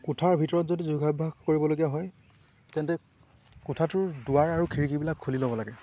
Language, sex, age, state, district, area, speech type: Assamese, male, 18-30, Assam, Lakhimpur, rural, spontaneous